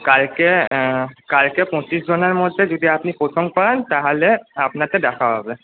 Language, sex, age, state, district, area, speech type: Bengali, male, 18-30, West Bengal, Purba Bardhaman, urban, conversation